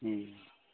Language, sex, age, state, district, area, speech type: Maithili, male, 45-60, Bihar, Saharsa, rural, conversation